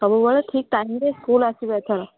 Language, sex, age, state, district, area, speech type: Odia, female, 18-30, Odisha, Balasore, rural, conversation